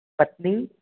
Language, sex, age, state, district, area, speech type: Sanskrit, male, 30-45, Maharashtra, Nagpur, urban, conversation